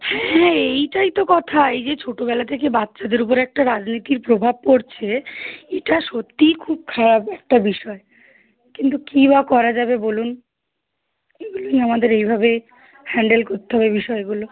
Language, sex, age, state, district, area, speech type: Bengali, female, 18-30, West Bengal, Uttar Dinajpur, urban, conversation